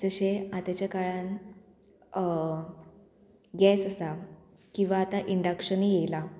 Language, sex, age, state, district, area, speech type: Goan Konkani, female, 18-30, Goa, Murmgao, urban, spontaneous